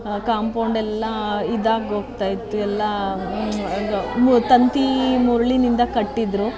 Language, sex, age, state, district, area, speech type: Kannada, female, 30-45, Karnataka, Mandya, rural, spontaneous